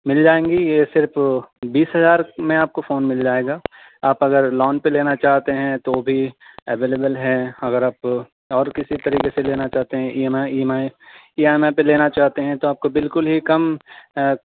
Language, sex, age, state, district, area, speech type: Urdu, male, 18-30, Delhi, South Delhi, urban, conversation